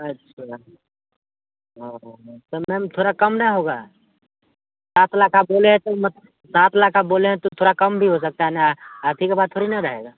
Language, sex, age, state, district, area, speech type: Hindi, male, 18-30, Bihar, Muzaffarpur, urban, conversation